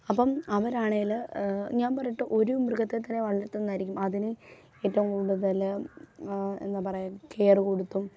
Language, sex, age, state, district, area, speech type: Malayalam, female, 18-30, Kerala, Pathanamthitta, rural, spontaneous